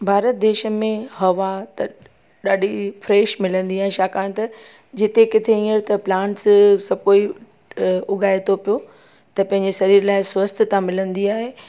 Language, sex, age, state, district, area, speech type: Sindhi, female, 45-60, Gujarat, Junagadh, rural, spontaneous